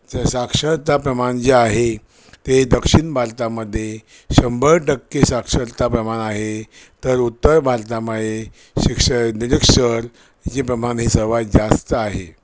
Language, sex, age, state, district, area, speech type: Marathi, male, 60+, Maharashtra, Thane, rural, spontaneous